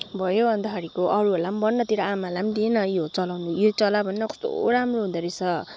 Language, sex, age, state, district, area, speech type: Nepali, female, 30-45, West Bengal, Kalimpong, rural, spontaneous